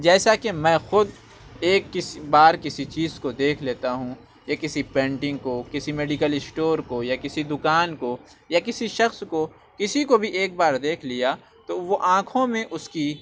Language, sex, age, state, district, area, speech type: Urdu, male, 30-45, Uttar Pradesh, Lucknow, rural, spontaneous